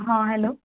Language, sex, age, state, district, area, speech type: Marathi, female, 30-45, Maharashtra, Osmanabad, rural, conversation